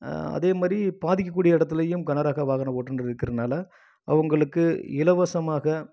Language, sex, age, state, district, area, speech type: Tamil, male, 30-45, Tamil Nadu, Krishnagiri, rural, spontaneous